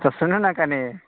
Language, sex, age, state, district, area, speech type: Maithili, male, 30-45, Bihar, Saharsa, rural, conversation